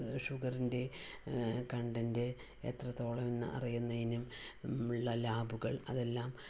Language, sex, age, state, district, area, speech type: Malayalam, female, 60+, Kerala, Palakkad, rural, spontaneous